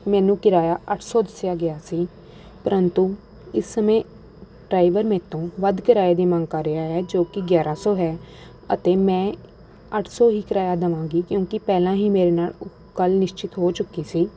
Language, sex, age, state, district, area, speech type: Punjabi, female, 18-30, Punjab, Rupnagar, urban, spontaneous